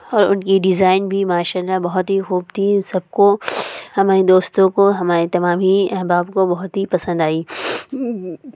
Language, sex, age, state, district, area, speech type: Urdu, female, 60+, Uttar Pradesh, Lucknow, urban, spontaneous